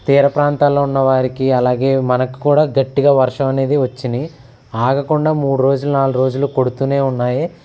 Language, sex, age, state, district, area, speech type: Telugu, male, 30-45, Andhra Pradesh, Eluru, rural, spontaneous